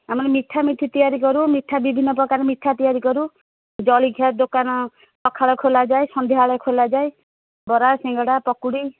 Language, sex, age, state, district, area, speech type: Odia, female, 45-60, Odisha, Angul, rural, conversation